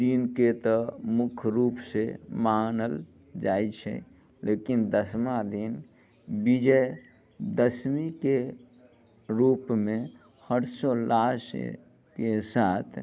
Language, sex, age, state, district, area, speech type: Maithili, male, 45-60, Bihar, Muzaffarpur, urban, spontaneous